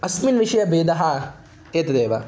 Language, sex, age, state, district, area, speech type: Sanskrit, male, 18-30, Andhra Pradesh, Kadapa, urban, spontaneous